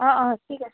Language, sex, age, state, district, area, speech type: Assamese, female, 18-30, Assam, Goalpara, urban, conversation